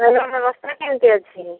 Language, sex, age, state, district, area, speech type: Odia, female, 60+, Odisha, Angul, rural, conversation